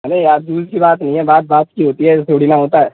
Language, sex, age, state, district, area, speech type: Hindi, male, 18-30, Rajasthan, Bharatpur, urban, conversation